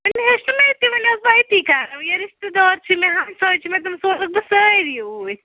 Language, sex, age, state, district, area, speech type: Kashmiri, female, 45-60, Jammu and Kashmir, Ganderbal, rural, conversation